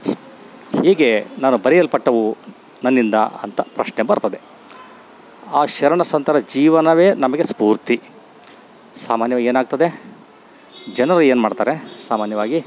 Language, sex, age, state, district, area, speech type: Kannada, male, 60+, Karnataka, Bellary, rural, spontaneous